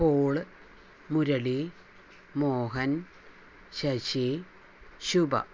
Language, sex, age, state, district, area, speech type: Malayalam, female, 60+, Kerala, Palakkad, rural, spontaneous